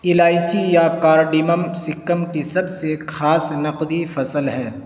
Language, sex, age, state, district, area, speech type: Urdu, male, 18-30, Uttar Pradesh, Siddharthnagar, rural, read